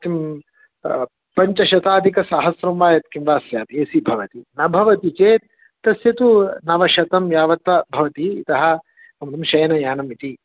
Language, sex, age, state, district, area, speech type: Sanskrit, male, 45-60, Karnataka, Shimoga, rural, conversation